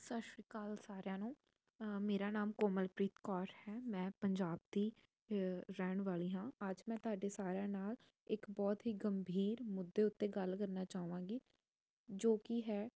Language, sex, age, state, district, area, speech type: Punjabi, female, 18-30, Punjab, Jalandhar, urban, spontaneous